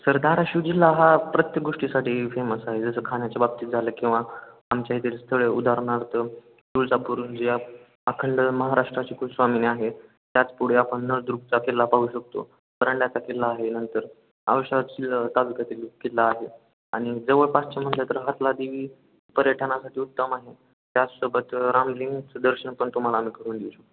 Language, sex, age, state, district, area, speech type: Marathi, male, 18-30, Maharashtra, Osmanabad, rural, conversation